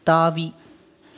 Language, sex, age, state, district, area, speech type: Tamil, male, 18-30, Tamil Nadu, Krishnagiri, rural, read